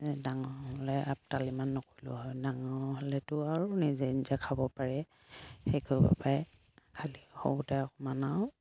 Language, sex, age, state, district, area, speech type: Assamese, female, 30-45, Assam, Sivasagar, rural, spontaneous